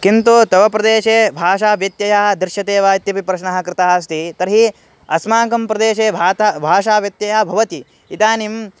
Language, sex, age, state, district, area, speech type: Sanskrit, male, 18-30, Uttar Pradesh, Hardoi, urban, spontaneous